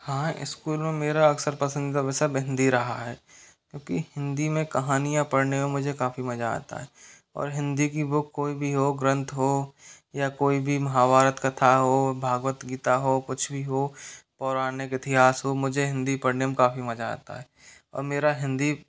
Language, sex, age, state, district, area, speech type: Hindi, male, 45-60, Rajasthan, Jaipur, urban, spontaneous